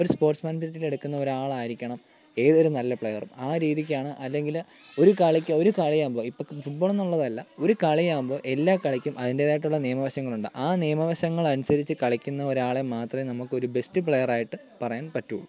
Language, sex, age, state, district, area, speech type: Malayalam, male, 18-30, Kerala, Kottayam, rural, spontaneous